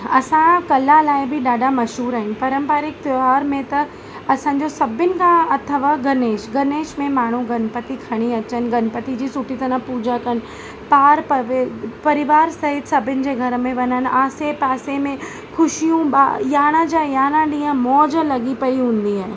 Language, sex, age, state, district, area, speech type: Sindhi, female, 30-45, Maharashtra, Mumbai Suburban, urban, spontaneous